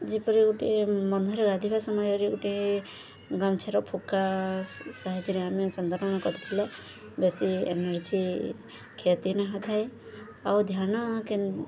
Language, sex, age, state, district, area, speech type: Odia, female, 18-30, Odisha, Subarnapur, urban, spontaneous